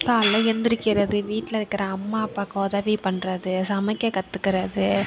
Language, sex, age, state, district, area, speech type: Tamil, female, 30-45, Tamil Nadu, Nagapattinam, rural, spontaneous